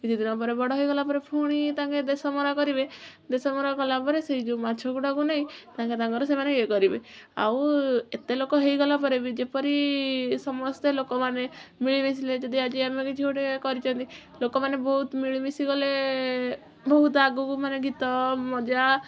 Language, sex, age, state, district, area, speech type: Odia, female, 18-30, Odisha, Kendujhar, urban, spontaneous